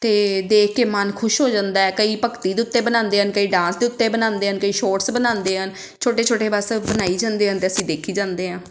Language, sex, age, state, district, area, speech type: Punjabi, female, 30-45, Punjab, Amritsar, urban, spontaneous